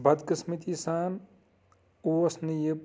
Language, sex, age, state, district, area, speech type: Kashmiri, male, 30-45, Jammu and Kashmir, Pulwama, rural, spontaneous